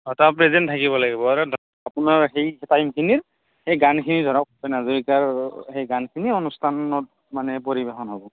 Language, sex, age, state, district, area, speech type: Assamese, male, 18-30, Assam, Barpeta, rural, conversation